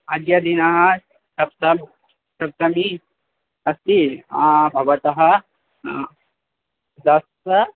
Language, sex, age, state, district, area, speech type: Sanskrit, male, 18-30, Assam, Tinsukia, rural, conversation